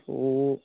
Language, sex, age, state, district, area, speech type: Assamese, male, 18-30, Assam, Nalbari, rural, conversation